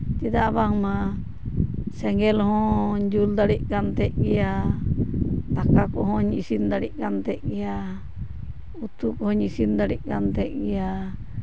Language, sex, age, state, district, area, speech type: Santali, female, 45-60, West Bengal, Purba Bardhaman, rural, spontaneous